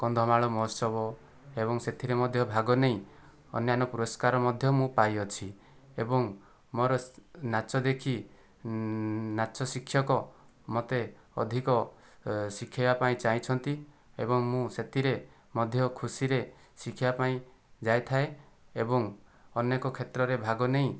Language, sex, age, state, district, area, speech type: Odia, male, 18-30, Odisha, Kandhamal, rural, spontaneous